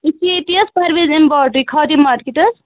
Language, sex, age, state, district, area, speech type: Kashmiri, female, 18-30, Jammu and Kashmir, Bandipora, rural, conversation